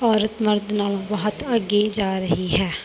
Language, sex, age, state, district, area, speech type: Punjabi, female, 18-30, Punjab, Bathinda, rural, spontaneous